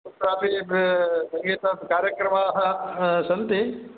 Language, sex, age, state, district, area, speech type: Sanskrit, male, 60+, Karnataka, Dakshina Kannada, urban, conversation